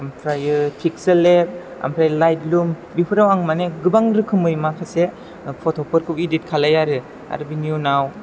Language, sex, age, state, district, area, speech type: Bodo, male, 18-30, Assam, Chirang, rural, spontaneous